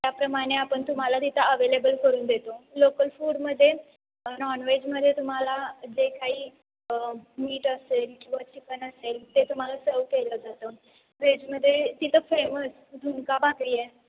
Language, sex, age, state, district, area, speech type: Marathi, female, 18-30, Maharashtra, Kolhapur, urban, conversation